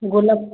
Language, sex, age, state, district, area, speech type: Odia, female, 18-30, Odisha, Boudh, rural, conversation